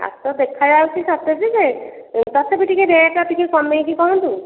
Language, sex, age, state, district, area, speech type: Odia, female, 60+, Odisha, Khordha, rural, conversation